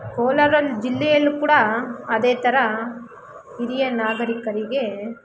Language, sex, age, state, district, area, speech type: Kannada, female, 18-30, Karnataka, Kolar, rural, spontaneous